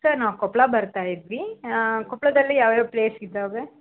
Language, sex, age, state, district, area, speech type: Kannada, female, 18-30, Karnataka, Koppal, rural, conversation